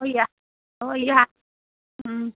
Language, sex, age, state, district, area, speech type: Manipuri, female, 60+, Manipur, Imphal East, urban, conversation